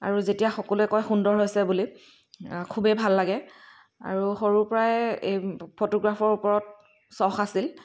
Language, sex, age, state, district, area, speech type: Assamese, female, 30-45, Assam, Dhemaji, rural, spontaneous